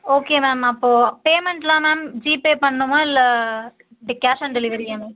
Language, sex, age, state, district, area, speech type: Tamil, female, 18-30, Tamil Nadu, Ariyalur, rural, conversation